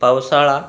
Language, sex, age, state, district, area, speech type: Marathi, male, 45-60, Maharashtra, Buldhana, rural, spontaneous